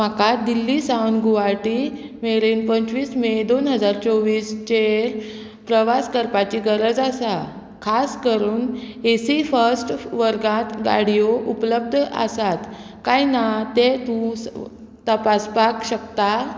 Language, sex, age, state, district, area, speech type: Goan Konkani, female, 30-45, Goa, Murmgao, rural, read